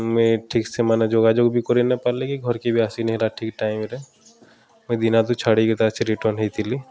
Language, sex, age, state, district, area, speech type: Odia, male, 30-45, Odisha, Bargarh, urban, spontaneous